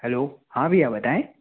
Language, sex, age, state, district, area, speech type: Hindi, male, 45-60, Madhya Pradesh, Bhopal, urban, conversation